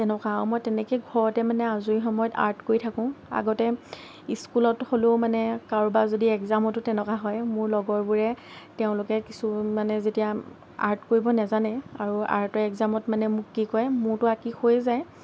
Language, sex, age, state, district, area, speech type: Assamese, female, 18-30, Assam, Lakhimpur, rural, spontaneous